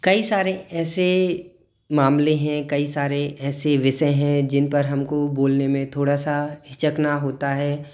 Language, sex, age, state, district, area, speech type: Hindi, male, 18-30, Madhya Pradesh, Bhopal, urban, spontaneous